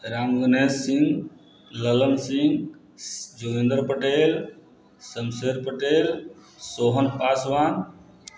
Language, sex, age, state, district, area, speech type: Maithili, male, 30-45, Bihar, Sitamarhi, rural, spontaneous